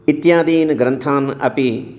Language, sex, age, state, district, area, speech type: Sanskrit, male, 60+, Telangana, Jagtial, urban, spontaneous